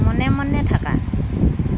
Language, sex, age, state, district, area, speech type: Assamese, female, 60+, Assam, Dibrugarh, rural, read